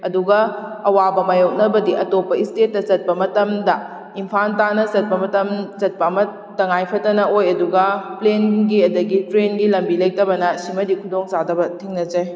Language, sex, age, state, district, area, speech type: Manipuri, female, 18-30, Manipur, Kakching, rural, spontaneous